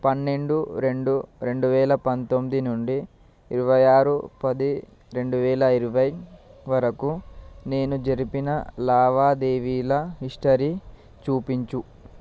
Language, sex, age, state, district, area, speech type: Telugu, male, 18-30, Telangana, Vikarabad, urban, read